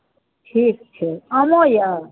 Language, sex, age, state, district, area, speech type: Maithili, female, 60+, Bihar, Supaul, rural, conversation